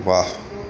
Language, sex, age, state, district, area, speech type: Gujarati, male, 18-30, Gujarat, Aravalli, rural, read